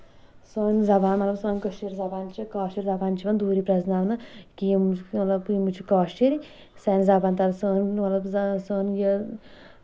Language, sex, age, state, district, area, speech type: Kashmiri, female, 18-30, Jammu and Kashmir, Kulgam, rural, spontaneous